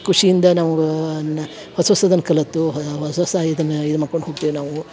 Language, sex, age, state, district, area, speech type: Kannada, female, 60+, Karnataka, Dharwad, rural, spontaneous